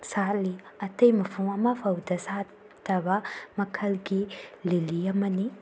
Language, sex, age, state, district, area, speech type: Manipuri, female, 18-30, Manipur, Tengnoupal, urban, spontaneous